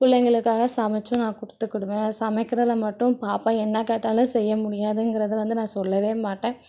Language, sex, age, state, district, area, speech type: Tamil, female, 30-45, Tamil Nadu, Thoothukudi, urban, spontaneous